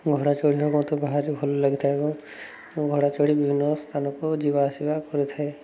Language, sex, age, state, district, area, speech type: Odia, male, 30-45, Odisha, Subarnapur, urban, spontaneous